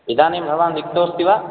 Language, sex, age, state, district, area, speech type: Sanskrit, male, 18-30, Odisha, Ganjam, rural, conversation